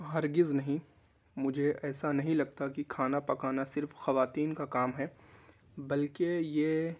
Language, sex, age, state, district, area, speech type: Urdu, male, 18-30, Uttar Pradesh, Ghaziabad, urban, spontaneous